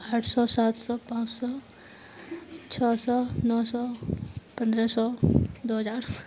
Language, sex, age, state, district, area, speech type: Hindi, female, 18-30, Bihar, Madhepura, rural, spontaneous